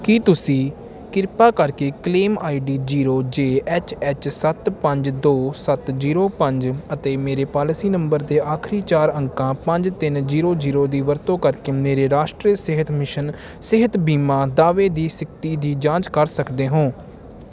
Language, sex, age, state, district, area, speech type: Punjabi, male, 18-30, Punjab, Ludhiana, urban, read